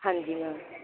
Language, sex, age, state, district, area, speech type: Punjabi, female, 30-45, Punjab, Kapurthala, rural, conversation